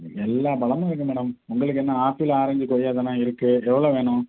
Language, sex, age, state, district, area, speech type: Tamil, male, 30-45, Tamil Nadu, Tiruvarur, rural, conversation